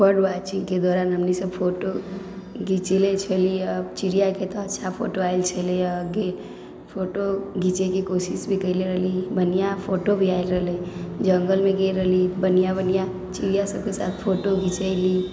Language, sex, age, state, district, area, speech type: Maithili, female, 18-30, Bihar, Sitamarhi, rural, spontaneous